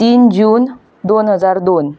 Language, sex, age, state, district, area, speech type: Goan Konkani, female, 18-30, Goa, Ponda, rural, spontaneous